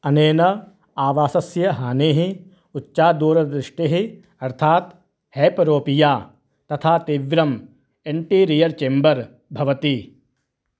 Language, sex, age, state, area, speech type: Sanskrit, male, 30-45, Maharashtra, urban, read